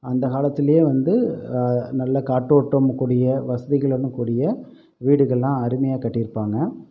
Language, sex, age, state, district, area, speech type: Tamil, male, 45-60, Tamil Nadu, Pudukkottai, rural, spontaneous